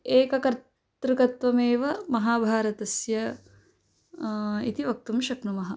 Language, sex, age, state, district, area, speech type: Sanskrit, female, 18-30, Karnataka, Chikkaballapur, rural, spontaneous